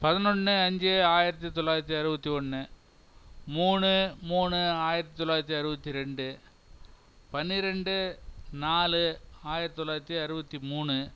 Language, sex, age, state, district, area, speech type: Tamil, male, 60+, Tamil Nadu, Cuddalore, rural, spontaneous